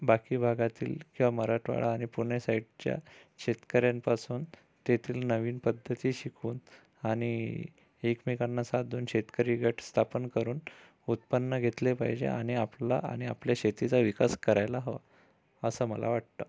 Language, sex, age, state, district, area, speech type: Marathi, male, 30-45, Maharashtra, Amravati, urban, spontaneous